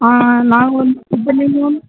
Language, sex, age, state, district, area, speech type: Tamil, male, 18-30, Tamil Nadu, Virudhunagar, rural, conversation